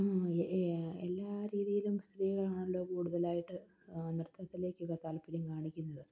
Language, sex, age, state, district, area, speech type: Malayalam, female, 30-45, Kerala, Palakkad, rural, spontaneous